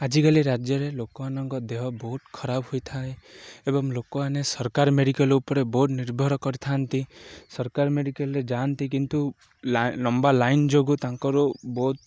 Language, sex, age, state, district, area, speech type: Odia, male, 30-45, Odisha, Ganjam, urban, spontaneous